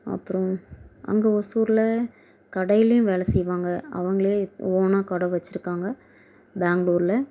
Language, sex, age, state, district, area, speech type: Tamil, female, 18-30, Tamil Nadu, Dharmapuri, rural, spontaneous